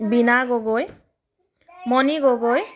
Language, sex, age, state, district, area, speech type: Assamese, female, 30-45, Assam, Sivasagar, rural, spontaneous